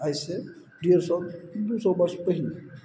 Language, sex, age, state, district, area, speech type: Maithili, male, 45-60, Bihar, Madhubani, rural, spontaneous